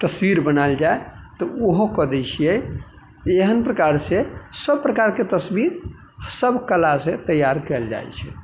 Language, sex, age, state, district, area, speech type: Maithili, male, 30-45, Bihar, Madhubani, rural, spontaneous